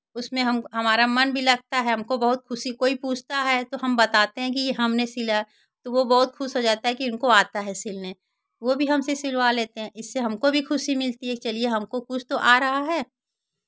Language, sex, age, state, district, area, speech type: Hindi, female, 30-45, Uttar Pradesh, Chandauli, rural, spontaneous